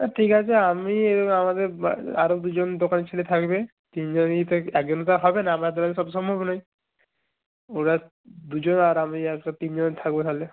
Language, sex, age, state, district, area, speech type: Bengali, male, 18-30, West Bengal, Purba Medinipur, rural, conversation